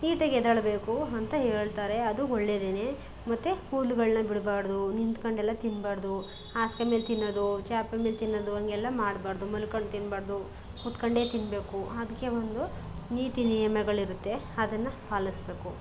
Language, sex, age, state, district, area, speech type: Kannada, female, 30-45, Karnataka, Chamarajanagar, rural, spontaneous